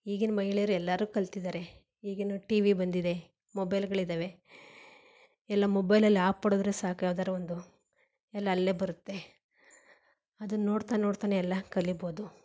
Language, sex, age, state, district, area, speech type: Kannada, female, 45-60, Karnataka, Mandya, rural, spontaneous